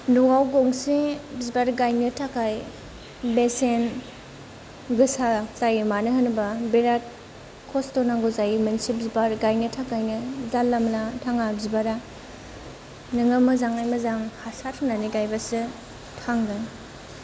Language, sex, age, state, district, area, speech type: Bodo, female, 18-30, Assam, Kokrajhar, rural, spontaneous